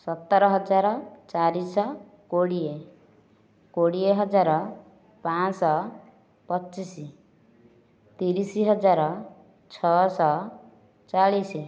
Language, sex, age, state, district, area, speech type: Odia, female, 30-45, Odisha, Nayagarh, rural, spontaneous